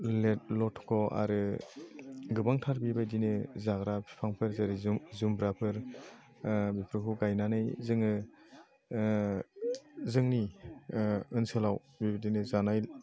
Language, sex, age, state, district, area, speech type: Bodo, male, 30-45, Assam, Chirang, rural, spontaneous